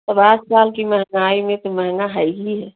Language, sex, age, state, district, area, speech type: Hindi, female, 30-45, Uttar Pradesh, Jaunpur, rural, conversation